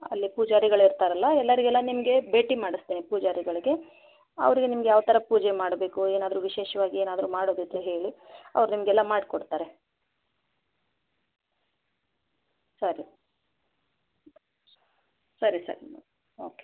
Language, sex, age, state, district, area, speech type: Kannada, female, 30-45, Karnataka, Davanagere, rural, conversation